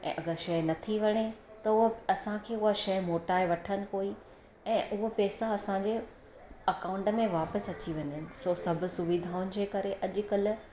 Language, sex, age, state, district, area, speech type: Sindhi, female, 45-60, Gujarat, Surat, urban, spontaneous